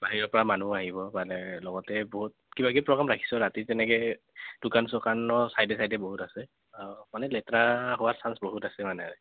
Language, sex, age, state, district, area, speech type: Assamese, male, 18-30, Assam, Goalpara, urban, conversation